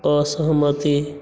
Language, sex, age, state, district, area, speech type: Maithili, male, 18-30, Bihar, Madhubani, rural, read